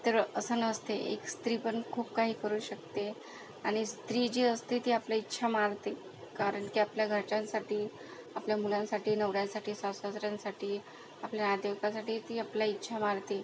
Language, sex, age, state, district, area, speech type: Marathi, female, 45-60, Maharashtra, Akola, rural, spontaneous